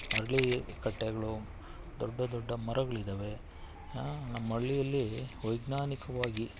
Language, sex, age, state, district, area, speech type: Kannada, male, 45-60, Karnataka, Bangalore Urban, rural, spontaneous